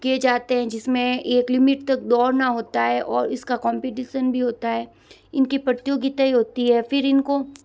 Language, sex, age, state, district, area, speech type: Hindi, female, 60+, Rajasthan, Jodhpur, urban, spontaneous